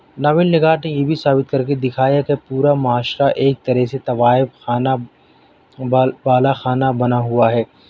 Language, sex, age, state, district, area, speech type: Urdu, male, 18-30, Delhi, South Delhi, urban, spontaneous